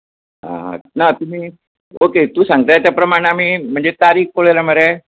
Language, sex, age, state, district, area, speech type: Goan Konkani, male, 60+, Goa, Bardez, rural, conversation